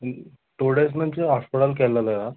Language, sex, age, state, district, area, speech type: Telugu, male, 18-30, Telangana, Mahbubnagar, urban, conversation